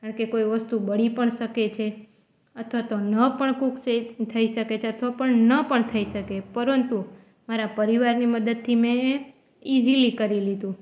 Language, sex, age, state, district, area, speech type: Gujarati, female, 18-30, Gujarat, Junagadh, rural, spontaneous